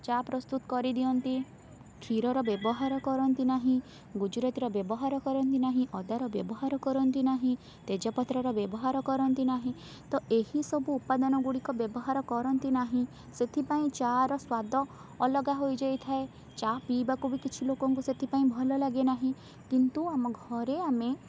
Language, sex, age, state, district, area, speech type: Odia, female, 18-30, Odisha, Rayagada, rural, spontaneous